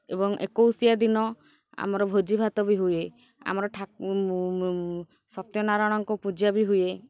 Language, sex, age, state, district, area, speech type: Odia, female, 18-30, Odisha, Kendrapara, urban, spontaneous